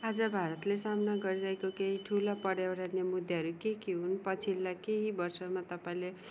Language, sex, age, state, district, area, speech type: Nepali, female, 45-60, West Bengal, Darjeeling, rural, spontaneous